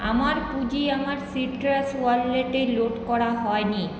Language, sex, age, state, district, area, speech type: Bengali, female, 30-45, West Bengal, Paschim Bardhaman, urban, read